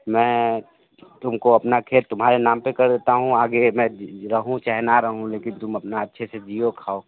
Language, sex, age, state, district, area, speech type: Hindi, male, 30-45, Uttar Pradesh, Sonbhadra, rural, conversation